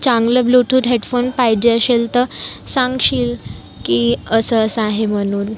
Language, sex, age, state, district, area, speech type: Marathi, female, 30-45, Maharashtra, Nagpur, urban, spontaneous